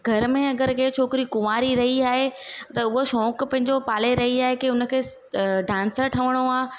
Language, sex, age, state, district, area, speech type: Sindhi, female, 30-45, Gujarat, Surat, urban, spontaneous